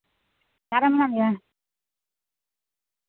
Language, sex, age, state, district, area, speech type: Santali, female, 18-30, West Bengal, Purulia, rural, conversation